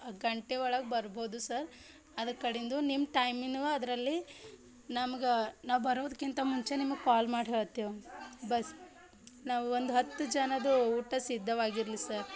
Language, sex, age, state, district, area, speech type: Kannada, female, 30-45, Karnataka, Bidar, rural, spontaneous